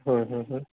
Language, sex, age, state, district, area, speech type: Marathi, male, 18-30, Maharashtra, Ratnagiri, urban, conversation